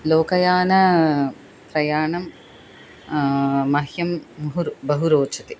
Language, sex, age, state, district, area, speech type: Sanskrit, female, 30-45, Tamil Nadu, Chennai, urban, spontaneous